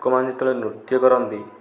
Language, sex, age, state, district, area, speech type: Odia, male, 45-60, Odisha, Kendujhar, urban, spontaneous